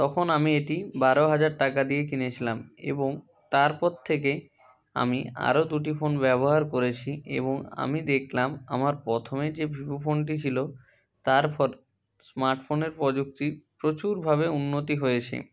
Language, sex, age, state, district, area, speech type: Bengali, male, 30-45, West Bengal, Purba Medinipur, rural, spontaneous